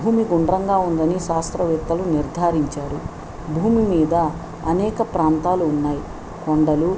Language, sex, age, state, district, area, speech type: Telugu, female, 60+, Andhra Pradesh, Nellore, urban, spontaneous